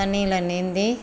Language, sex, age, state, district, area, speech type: Tamil, female, 60+, Tamil Nadu, Namakkal, rural, spontaneous